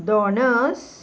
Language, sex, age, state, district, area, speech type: Goan Konkani, female, 45-60, Goa, Salcete, urban, spontaneous